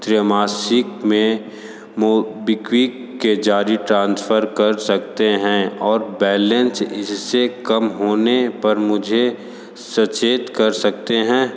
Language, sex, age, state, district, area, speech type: Hindi, male, 18-30, Uttar Pradesh, Sonbhadra, rural, read